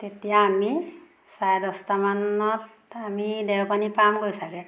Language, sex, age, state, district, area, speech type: Assamese, female, 30-45, Assam, Golaghat, rural, spontaneous